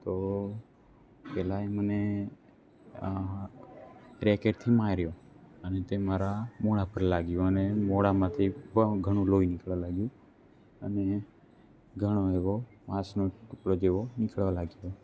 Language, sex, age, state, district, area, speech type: Gujarati, male, 18-30, Gujarat, Narmada, rural, spontaneous